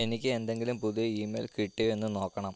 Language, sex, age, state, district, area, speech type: Malayalam, male, 18-30, Kerala, Kottayam, rural, read